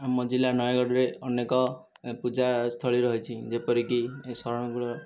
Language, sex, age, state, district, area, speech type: Odia, male, 30-45, Odisha, Nayagarh, rural, spontaneous